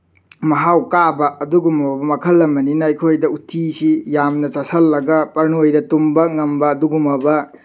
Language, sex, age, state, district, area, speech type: Manipuri, male, 18-30, Manipur, Tengnoupal, rural, spontaneous